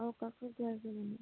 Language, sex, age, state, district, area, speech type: Assamese, female, 18-30, Assam, Dibrugarh, rural, conversation